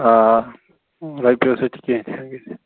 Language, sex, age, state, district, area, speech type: Kashmiri, male, 30-45, Jammu and Kashmir, Ganderbal, rural, conversation